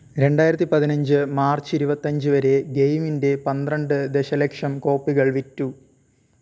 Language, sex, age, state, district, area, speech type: Malayalam, male, 18-30, Kerala, Thiruvananthapuram, rural, read